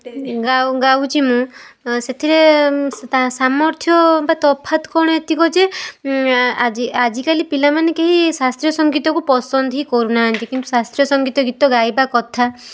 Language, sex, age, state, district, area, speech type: Odia, female, 18-30, Odisha, Balasore, rural, spontaneous